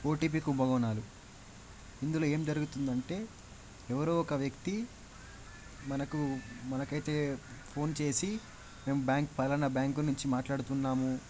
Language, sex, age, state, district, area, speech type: Telugu, male, 18-30, Telangana, Medak, rural, spontaneous